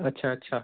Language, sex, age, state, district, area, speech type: Marathi, male, 30-45, Maharashtra, Nanded, rural, conversation